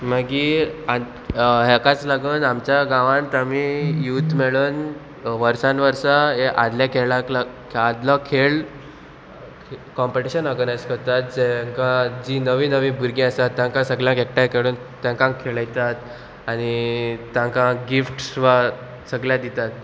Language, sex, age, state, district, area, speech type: Goan Konkani, male, 18-30, Goa, Murmgao, rural, spontaneous